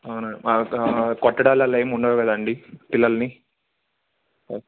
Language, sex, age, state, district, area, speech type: Telugu, male, 18-30, Andhra Pradesh, Annamaya, rural, conversation